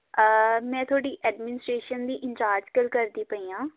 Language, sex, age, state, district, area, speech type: Punjabi, female, 18-30, Punjab, Tarn Taran, rural, conversation